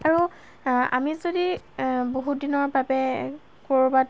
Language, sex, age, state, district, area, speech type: Assamese, female, 18-30, Assam, Golaghat, urban, spontaneous